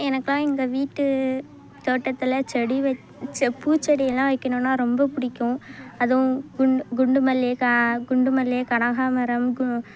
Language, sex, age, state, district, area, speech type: Tamil, female, 18-30, Tamil Nadu, Kallakurichi, rural, spontaneous